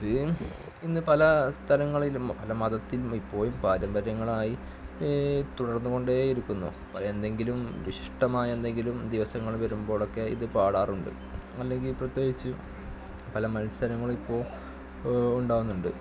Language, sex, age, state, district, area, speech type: Malayalam, male, 18-30, Kerala, Malappuram, rural, spontaneous